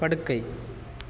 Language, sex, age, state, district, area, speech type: Tamil, male, 18-30, Tamil Nadu, Nagapattinam, urban, read